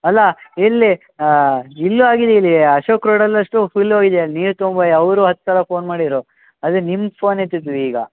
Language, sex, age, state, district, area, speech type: Kannada, male, 18-30, Karnataka, Shimoga, rural, conversation